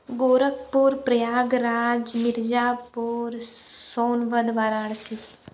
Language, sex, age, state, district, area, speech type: Hindi, female, 30-45, Uttar Pradesh, Sonbhadra, rural, spontaneous